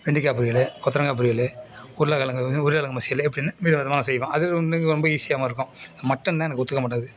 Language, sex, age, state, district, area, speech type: Tamil, male, 60+, Tamil Nadu, Nagapattinam, rural, spontaneous